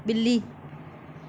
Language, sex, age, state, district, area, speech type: Sindhi, female, 45-60, Madhya Pradesh, Katni, urban, read